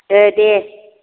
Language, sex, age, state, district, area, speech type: Bodo, female, 60+, Assam, Kokrajhar, rural, conversation